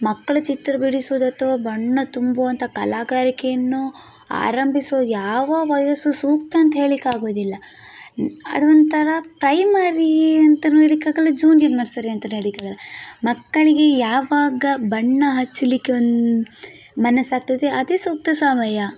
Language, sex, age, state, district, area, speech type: Kannada, female, 18-30, Karnataka, Udupi, rural, spontaneous